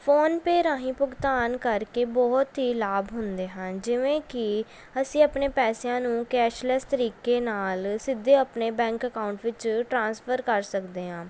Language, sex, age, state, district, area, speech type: Punjabi, female, 18-30, Punjab, Pathankot, urban, spontaneous